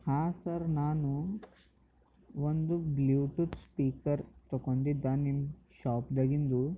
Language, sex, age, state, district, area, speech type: Kannada, male, 18-30, Karnataka, Bidar, urban, spontaneous